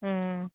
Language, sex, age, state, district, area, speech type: Maithili, female, 18-30, Bihar, Begusarai, rural, conversation